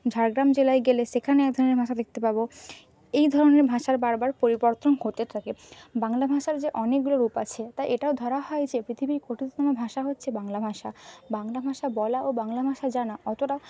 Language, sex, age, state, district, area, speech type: Bengali, female, 30-45, West Bengal, Purba Medinipur, rural, spontaneous